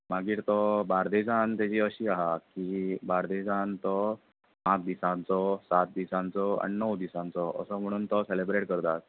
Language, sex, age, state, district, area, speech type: Goan Konkani, male, 30-45, Goa, Bardez, urban, conversation